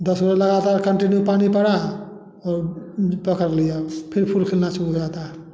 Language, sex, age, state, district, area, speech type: Hindi, male, 60+, Bihar, Samastipur, rural, spontaneous